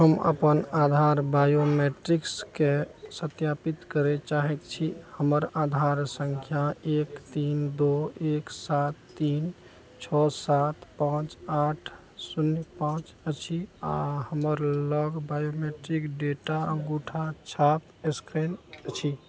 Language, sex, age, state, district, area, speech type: Maithili, male, 45-60, Bihar, Araria, rural, read